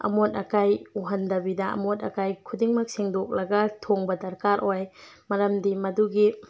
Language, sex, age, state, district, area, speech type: Manipuri, female, 18-30, Manipur, Tengnoupal, rural, spontaneous